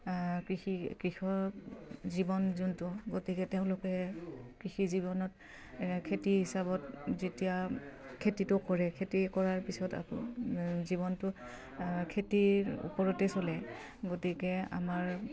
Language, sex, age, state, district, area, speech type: Assamese, female, 30-45, Assam, Udalguri, rural, spontaneous